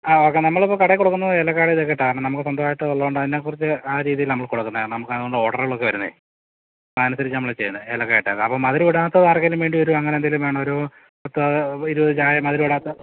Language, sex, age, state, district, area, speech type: Malayalam, male, 30-45, Kerala, Idukki, rural, conversation